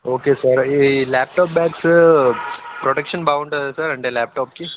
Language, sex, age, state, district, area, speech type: Telugu, male, 18-30, Telangana, Ranga Reddy, urban, conversation